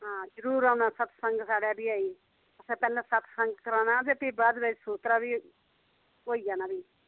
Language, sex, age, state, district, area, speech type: Dogri, female, 60+, Jammu and Kashmir, Udhampur, rural, conversation